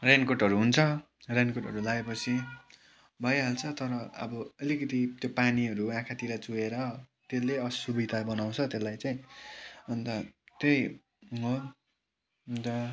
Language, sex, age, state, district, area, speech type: Nepali, male, 18-30, West Bengal, Kalimpong, rural, spontaneous